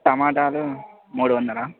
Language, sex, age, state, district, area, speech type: Telugu, male, 30-45, Andhra Pradesh, N T Rama Rao, urban, conversation